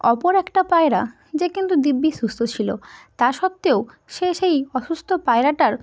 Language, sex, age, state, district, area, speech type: Bengali, female, 18-30, West Bengal, Hooghly, urban, spontaneous